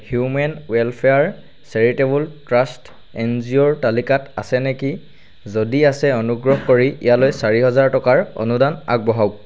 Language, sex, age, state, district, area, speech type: Assamese, male, 45-60, Assam, Charaideo, rural, read